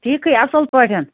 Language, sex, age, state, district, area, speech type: Kashmiri, female, 30-45, Jammu and Kashmir, Budgam, rural, conversation